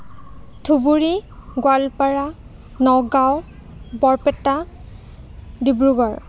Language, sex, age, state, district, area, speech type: Assamese, female, 30-45, Assam, Nagaon, rural, spontaneous